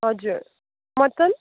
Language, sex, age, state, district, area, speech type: Nepali, female, 45-60, West Bengal, Kalimpong, rural, conversation